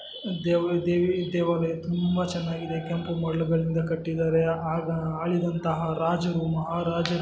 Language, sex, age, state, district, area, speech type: Kannada, male, 60+, Karnataka, Kolar, rural, spontaneous